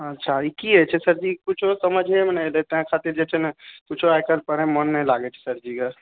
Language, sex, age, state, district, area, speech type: Maithili, male, 30-45, Bihar, Purnia, rural, conversation